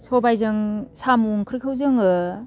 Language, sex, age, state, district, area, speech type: Bodo, female, 30-45, Assam, Baksa, rural, spontaneous